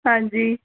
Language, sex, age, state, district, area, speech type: Punjabi, female, 18-30, Punjab, Mohali, urban, conversation